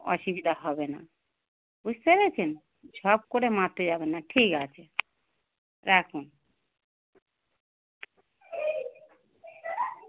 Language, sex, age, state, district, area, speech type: Bengali, female, 45-60, West Bengal, Dakshin Dinajpur, urban, conversation